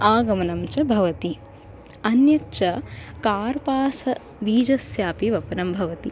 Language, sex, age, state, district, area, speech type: Sanskrit, female, 30-45, Maharashtra, Nagpur, urban, spontaneous